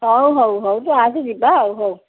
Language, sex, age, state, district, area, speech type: Odia, female, 60+, Odisha, Jajpur, rural, conversation